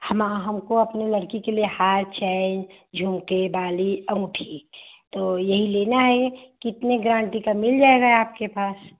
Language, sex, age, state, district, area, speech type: Hindi, female, 45-60, Uttar Pradesh, Ghazipur, urban, conversation